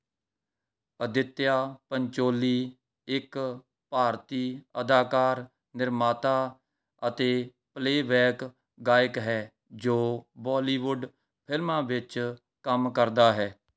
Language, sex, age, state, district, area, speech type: Punjabi, male, 45-60, Punjab, Rupnagar, urban, read